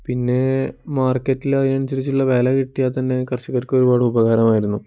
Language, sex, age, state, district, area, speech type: Malayalam, male, 18-30, Kerala, Wayanad, rural, spontaneous